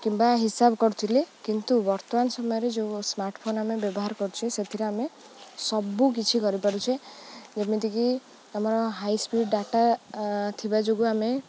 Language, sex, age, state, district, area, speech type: Odia, female, 18-30, Odisha, Jagatsinghpur, rural, spontaneous